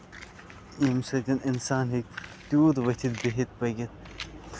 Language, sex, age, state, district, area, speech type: Kashmiri, male, 18-30, Jammu and Kashmir, Bandipora, rural, spontaneous